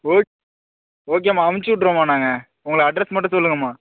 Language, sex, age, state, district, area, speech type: Tamil, male, 18-30, Tamil Nadu, Nagapattinam, rural, conversation